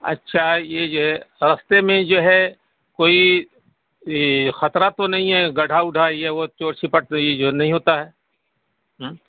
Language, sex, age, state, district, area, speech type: Urdu, male, 45-60, Bihar, Saharsa, rural, conversation